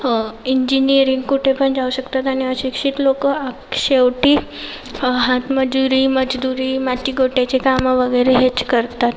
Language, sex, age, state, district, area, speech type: Marathi, female, 18-30, Maharashtra, Nagpur, urban, spontaneous